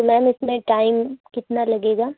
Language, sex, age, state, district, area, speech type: Urdu, female, 45-60, Uttar Pradesh, Lucknow, urban, conversation